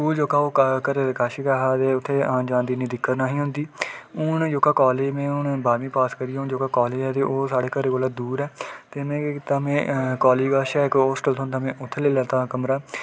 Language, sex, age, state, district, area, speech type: Dogri, male, 18-30, Jammu and Kashmir, Udhampur, rural, spontaneous